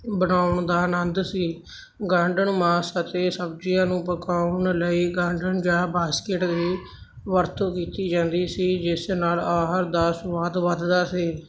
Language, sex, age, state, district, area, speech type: Punjabi, male, 30-45, Punjab, Barnala, rural, spontaneous